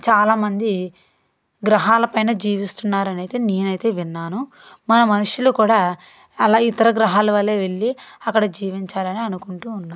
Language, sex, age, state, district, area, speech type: Telugu, female, 30-45, Andhra Pradesh, Guntur, urban, spontaneous